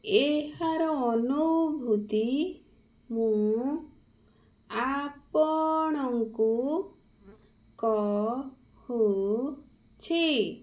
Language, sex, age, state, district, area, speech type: Odia, female, 30-45, Odisha, Bhadrak, rural, spontaneous